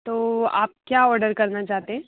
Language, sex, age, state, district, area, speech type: Hindi, female, 18-30, Madhya Pradesh, Bhopal, urban, conversation